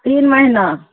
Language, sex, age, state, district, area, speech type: Maithili, female, 45-60, Bihar, Begusarai, urban, conversation